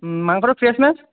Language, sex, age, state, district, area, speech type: Assamese, male, 18-30, Assam, Golaghat, urban, conversation